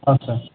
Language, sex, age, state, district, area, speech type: Kannada, male, 30-45, Karnataka, Bidar, urban, conversation